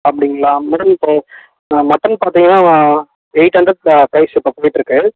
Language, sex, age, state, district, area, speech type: Tamil, male, 18-30, Tamil Nadu, Tiruvannamalai, urban, conversation